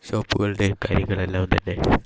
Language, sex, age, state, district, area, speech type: Malayalam, male, 18-30, Kerala, Kozhikode, rural, spontaneous